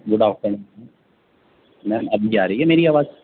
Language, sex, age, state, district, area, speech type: Urdu, male, 30-45, Delhi, Central Delhi, urban, conversation